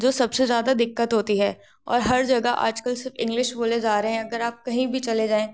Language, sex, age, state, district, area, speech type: Hindi, female, 18-30, Madhya Pradesh, Gwalior, rural, spontaneous